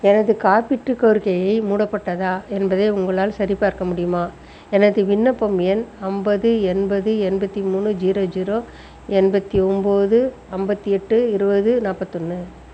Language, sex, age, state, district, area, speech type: Tamil, female, 60+, Tamil Nadu, Chengalpattu, rural, read